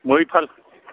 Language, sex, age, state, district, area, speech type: Bodo, male, 60+, Assam, Chirang, rural, conversation